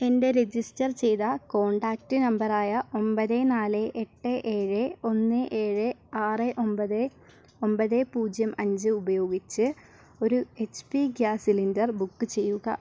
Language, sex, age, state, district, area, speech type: Malayalam, female, 18-30, Kerala, Wayanad, rural, read